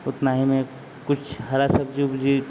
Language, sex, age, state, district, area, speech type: Hindi, male, 30-45, Bihar, Vaishali, urban, spontaneous